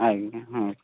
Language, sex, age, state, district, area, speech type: Odia, male, 18-30, Odisha, Subarnapur, urban, conversation